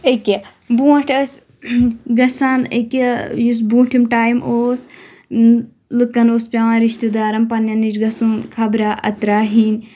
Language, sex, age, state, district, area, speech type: Kashmiri, female, 18-30, Jammu and Kashmir, Shopian, rural, spontaneous